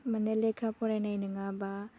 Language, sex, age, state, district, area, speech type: Bodo, female, 18-30, Assam, Baksa, rural, spontaneous